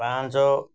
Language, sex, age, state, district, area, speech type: Odia, male, 60+, Odisha, Ganjam, urban, read